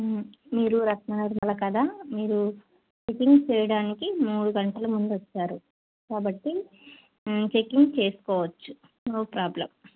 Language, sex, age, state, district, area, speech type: Telugu, female, 30-45, Telangana, Bhadradri Kothagudem, urban, conversation